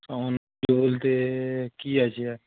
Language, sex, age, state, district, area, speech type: Bengali, male, 18-30, West Bengal, Paschim Medinipur, rural, conversation